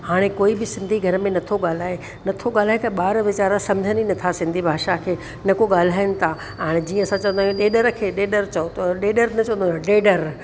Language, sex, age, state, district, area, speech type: Sindhi, female, 45-60, Rajasthan, Ajmer, urban, spontaneous